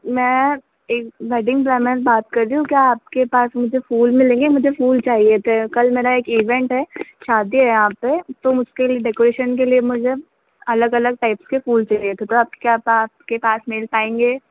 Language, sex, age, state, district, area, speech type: Hindi, female, 30-45, Madhya Pradesh, Harda, urban, conversation